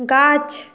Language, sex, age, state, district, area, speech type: Bengali, female, 60+, West Bengal, Nadia, rural, read